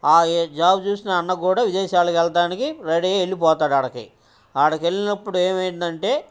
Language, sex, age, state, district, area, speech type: Telugu, male, 60+, Andhra Pradesh, Guntur, urban, spontaneous